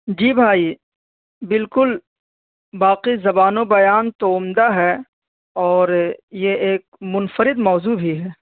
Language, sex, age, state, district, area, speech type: Urdu, male, 18-30, Delhi, North East Delhi, rural, conversation